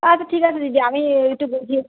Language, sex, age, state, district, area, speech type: Bengali, female, 30-45, West Bengal, Howrah, urban, conversation